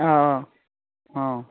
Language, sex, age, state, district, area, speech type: Manipuri, female, 60+, Manipur, Kangpokpi, urban, conversation